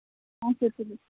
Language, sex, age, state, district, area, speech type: Kashmiri, female, 18-30, Jammu and Kashmir, Kulgam, rural, conversation